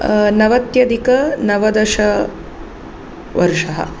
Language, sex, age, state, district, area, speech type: Sanskrit, female, 30-45, Tamil Nadu, Chennai, urban, spontaneous